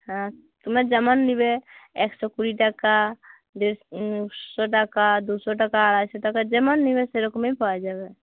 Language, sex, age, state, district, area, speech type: Bengali, female, 45-60, West Bengal, Uttar Dinajpur, urban, conversation